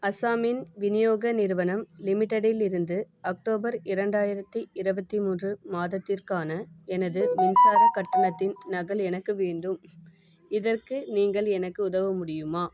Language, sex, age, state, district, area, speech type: Tamil, female, 18-30, Tamil Nadu, Vellore, urban, read